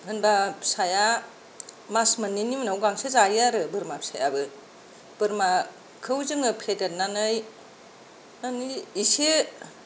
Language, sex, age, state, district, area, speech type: Bodo, female, 60+, Assam, Kokrajhar, rural, spontaneous